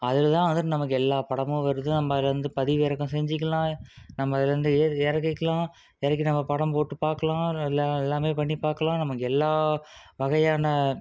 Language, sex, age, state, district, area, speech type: Tamil, male, 18-30, Tamil Nadu, Salem, urban, spontaneous